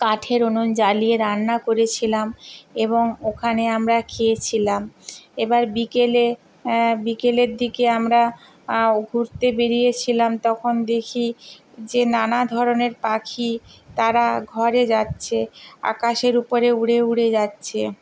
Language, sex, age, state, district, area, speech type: Bengali, female, 60+, West Bengal, Purba Medinipur, rural, spontaneous